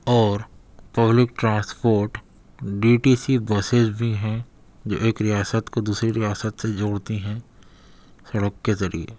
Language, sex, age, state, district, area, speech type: Urdu, male, 18-30, Delhi, Central Delhi, urban, spontaneous